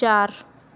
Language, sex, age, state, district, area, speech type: Punjabi, female, 18-30, Punjab, Bathinda, rural, read